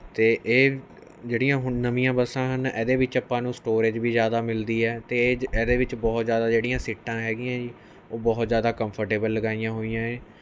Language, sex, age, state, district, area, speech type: Punjabi, male, 18-30, Punjab, Mohali, urban, spontaneous